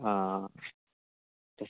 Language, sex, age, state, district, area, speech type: Marathi, male, 18-30, Maharashtra, Beed, rural, conversation